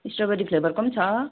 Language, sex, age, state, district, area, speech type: Nepali, female, 30-45, West Bengal, Darjeeling, rural, conversation